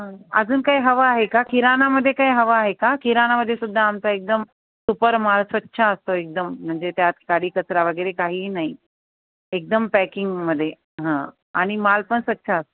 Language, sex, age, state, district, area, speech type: Marathi, female, 45-60, Maharashtra, Nanded, urban, conversation